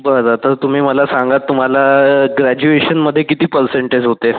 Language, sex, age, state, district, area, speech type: Marathi, male, 45-60, Maharashtra, Nagpur, rural, conversation